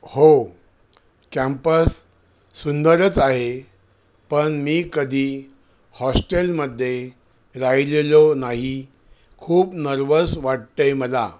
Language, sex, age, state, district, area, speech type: Marathi, male, 60+, Maharashtra, Thane, rural, read